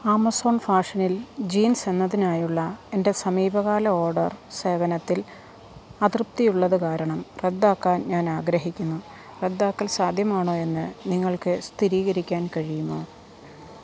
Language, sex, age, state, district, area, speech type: Malayalam, female, 30-45, Kerala, Alappuzha, rural, read